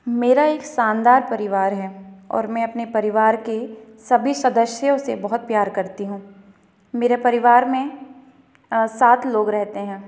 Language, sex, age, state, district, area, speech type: Hindi, female, 30-45, Madhya Pradesh, Balaghat, rural, spontaneous